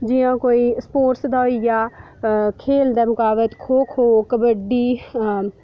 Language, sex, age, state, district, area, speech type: Dogri, female, 18-30, Jammu and Kashmir, Udhampur, rural, spontaneous